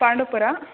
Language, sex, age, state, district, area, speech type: Kannada, female, 18-30, Karnataka, Mandya, rural, conversation